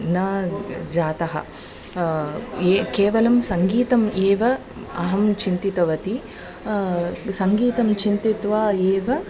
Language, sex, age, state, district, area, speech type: Sanskrit, female, 30-45, Tamil Nadu, Tiruchirappalli, urban, spontaneous